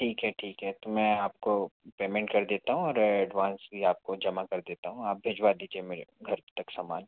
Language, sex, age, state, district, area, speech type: Hindi, male, 60+, Madhya Pradesh, Bhopal, urban, conversation